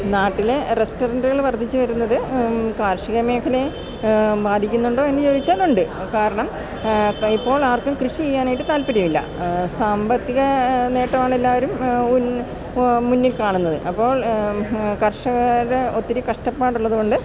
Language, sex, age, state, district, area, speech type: Malayalam, female, 60+, Kerala, Alappuzha, urban, spontaneous